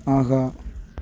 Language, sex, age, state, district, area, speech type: Tamil, male, 30-45, Tamil Nadu, Thoothukudi, rural, read